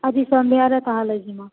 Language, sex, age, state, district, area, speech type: Odia, female, 45-60, Odisha, Boudh, rural, conversation